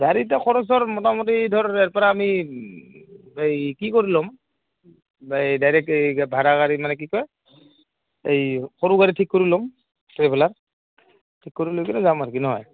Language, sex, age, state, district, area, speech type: Assamese, male, 18-30, Assam, Goalpara, rural, conversation